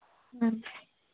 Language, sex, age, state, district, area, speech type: Manipuri, female, 45-60, Manipur, Churachandpur, urban, conversation